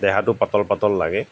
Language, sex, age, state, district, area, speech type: Assamese, male, 45-60, Assam, Golaghat, rural, spontaneous